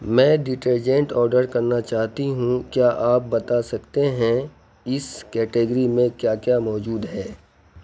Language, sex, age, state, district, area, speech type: Urdu, male, 30-45, Bihar, Khagaria, rural, read